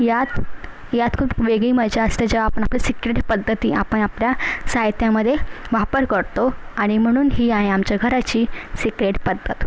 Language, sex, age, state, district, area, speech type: Marathi, female, 18-30, Maharashtra, Thane, urban, spontaneous